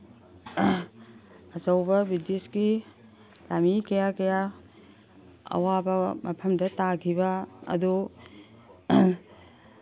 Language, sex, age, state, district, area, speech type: Manipuri, female, 60+, Manipur, Imphal East, rural, spontaneous